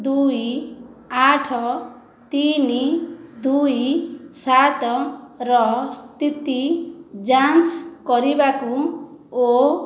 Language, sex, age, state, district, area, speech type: Odia, female, 30-45, Odisha, Khordha, rural, read